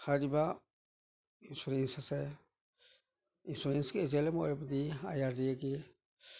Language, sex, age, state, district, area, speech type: Manipuri, male, 60+, Manipur, Imphal East, urban, spontaneous